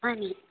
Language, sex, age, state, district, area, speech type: Manipuri, female, 30-45, Manipur, Imphal West, urban, conversation